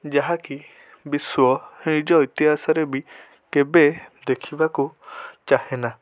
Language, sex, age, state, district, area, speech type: Odia, male, 18-30, Odisha, Cuttack, urban, spontaneous